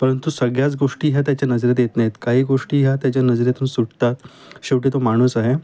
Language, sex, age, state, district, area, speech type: Marathi, male, 30-45, Maharashtra, Mumbai Suburban, urban, spontaneous